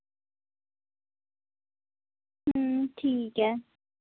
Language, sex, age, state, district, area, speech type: Dogri, female, 18-30, Jammu and Kashmir, Samba, urban, conversation